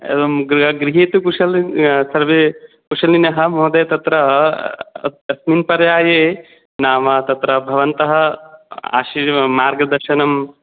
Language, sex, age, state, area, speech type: Sanskrit, male, 18-30, Tripura, rural, conversation